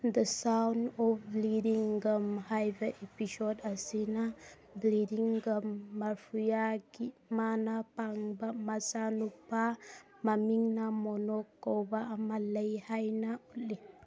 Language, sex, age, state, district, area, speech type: Manipuri, female, 30-45, Manipur, Churachandpur, urban, read